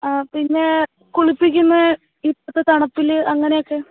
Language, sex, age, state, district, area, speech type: Malayalam, female, 18-30, Kerala, Wayanad, rural, conversation